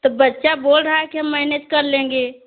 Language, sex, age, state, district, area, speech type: Hindi, female, 45-60, Uttar Pradesh, Bhadohi, urban, conversation